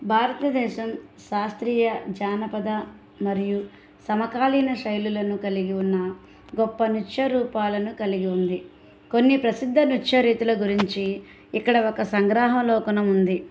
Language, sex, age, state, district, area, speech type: Telugu, female, 45-60, Andhra Pradesh, Eluru, rural, spontaneous